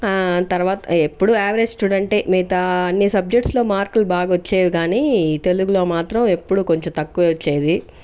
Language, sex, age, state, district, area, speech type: Telugu, female, 18-30, Andhra Pradesh, Chittoor, urban, spontaneous